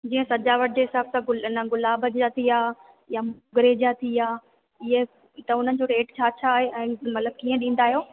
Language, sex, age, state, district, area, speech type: Sindhi, female, 30-45, Rajasthan, Ajmer, urban, conversation